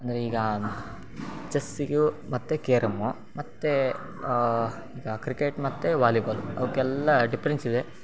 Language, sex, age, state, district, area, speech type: Kannada, male, 18-30, Karnataka, Shimoga, rural, spontaneous